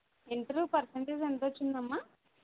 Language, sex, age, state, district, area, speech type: Telugu, female, 18-30, Andhra Pradesh, Konaseema, rural, conversation